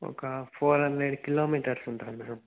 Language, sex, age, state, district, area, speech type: Telugu, male, 18-30, Andhra Pradesh, Nandyal, rural, conversation